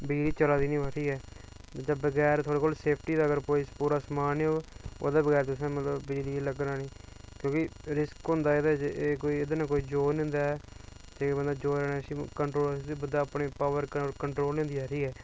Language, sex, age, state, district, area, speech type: Dogri, male, 30-45, Jammu and Kashmir, Udhampur, urban, spontaneous